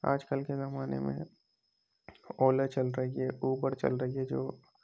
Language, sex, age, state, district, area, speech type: Urdu, male, 18-30, Uttar Pradesh, Rampur, urban, spontaneous